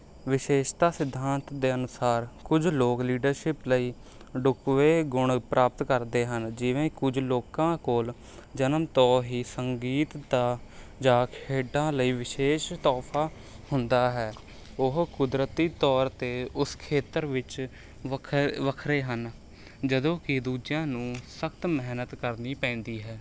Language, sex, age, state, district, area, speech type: Punjabi, male, 18-30, Punjab, Rupnagar, urban, spontaneous